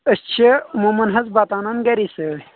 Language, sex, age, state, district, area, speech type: Kashmiri, male, 30-45, Jammu and Kashmir, Kulgam, rural, conversation